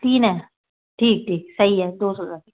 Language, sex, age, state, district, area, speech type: Hindi, female, 30-45, Madhya Pradesh, Gwalior, urban, conversation